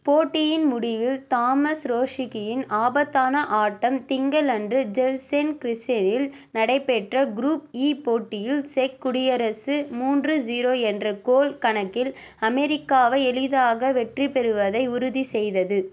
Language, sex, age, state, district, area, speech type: Tamil, female, 18-30, Tamil Nadu, Vellore, urban, read